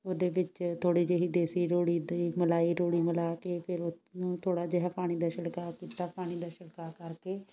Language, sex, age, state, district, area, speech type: Punjabi, female, 60+, Punjab, Shaheed Bhagat Singh Nagar, rural, spontaneous